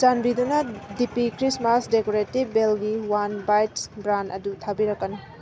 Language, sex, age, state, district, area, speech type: Manipuri, female, 18-30, Manipur, Kangpokpi, urban, read